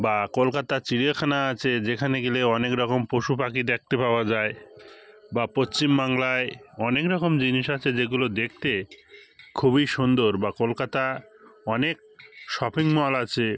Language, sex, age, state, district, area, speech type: Bengali, male, 45-60, West Bengal, Hooghly, urban, spontaneous